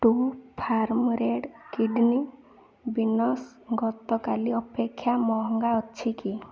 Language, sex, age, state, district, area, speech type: Odia, female, 18-30, Odisha, Ganjam, urban, read